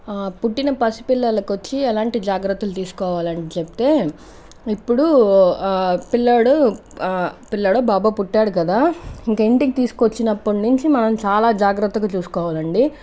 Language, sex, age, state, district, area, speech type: Telugu, female, 18-30, Andhra Pradesh, Chittoor, rural, spontaneous